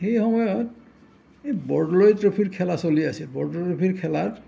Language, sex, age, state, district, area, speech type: Assamese, male, 60+, Assam, Nalbari, rural, spontaneous